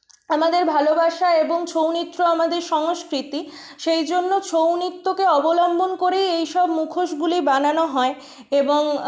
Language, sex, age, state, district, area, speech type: Bengali, female, 18-30, West Bengal, Purulia, urban, spontaneous